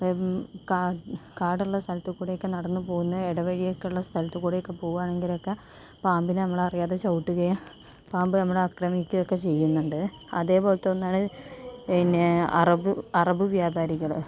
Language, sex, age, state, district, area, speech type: Malayalam, female, 30-45, Kerala, Kozhikode, urban, spontaneous